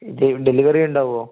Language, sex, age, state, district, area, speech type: Malayalam, male, 18-30, Kerala, Wayanad, rural, conversation